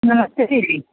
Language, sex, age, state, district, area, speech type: Hindi, female, 45-60, Uttar Pradesh, Pratapgarh, rural, conversation